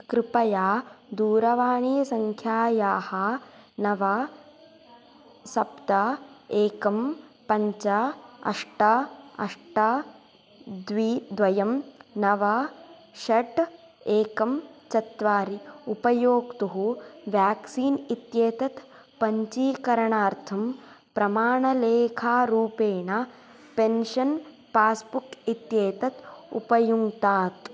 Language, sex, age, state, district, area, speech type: Sanskrit, female, 18-30, Karnataka, Tumkur, urban, read